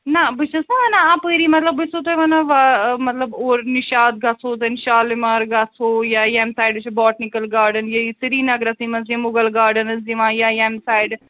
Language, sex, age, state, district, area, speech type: Kashmiri, female, 60+, Jammu and Kashmir, Srinagar, urban, conversation